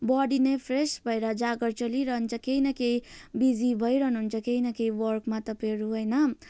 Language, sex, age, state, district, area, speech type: Nepali, female, 18-30, West Bengal, Jalpaiguri, rural, spontaneous